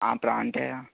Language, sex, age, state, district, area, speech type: Telugu, male, 30-45, Andhra Pradesh, N T Rama Rao, urban, conversation